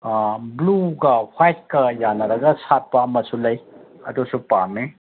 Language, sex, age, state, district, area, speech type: Manipuri, male, 45-60, Manipur, Kangpokpi, urban, conversation